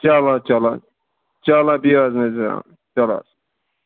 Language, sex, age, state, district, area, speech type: Kashmiri, male, 18-30, Jammu and Kashmir, Shopian, rural, conversation